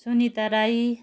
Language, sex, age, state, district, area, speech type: Nepali, female, 60+, West Bengal, Kalimpong, rural, spontaneous